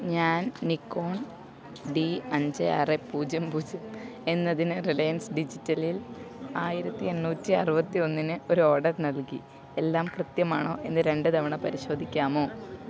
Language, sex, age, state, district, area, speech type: Malayalam, female, 30-45, Kerala, Alappuzha, rural, read